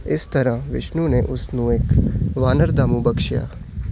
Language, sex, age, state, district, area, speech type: Punjabi, male, 18-30, Punjab, Hoshiarpur, urban, read